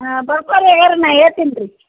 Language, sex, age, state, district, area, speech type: Kannada, female, 30-45, Karnataka, Gadag, rural, conversation